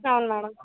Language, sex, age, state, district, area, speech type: Telugu, female, 60+, Andhra Pradesh, Kakinada, rural, conversation